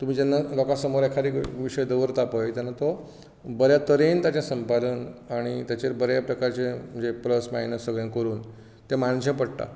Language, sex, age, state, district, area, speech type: Goan Konkani, male, 45-60, Goa, Bardez, rural, spontaneous